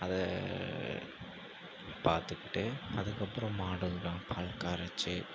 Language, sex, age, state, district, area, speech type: Tamil, male, 45-60, Tamil Nadu, Ariyalur, rural, spontaneous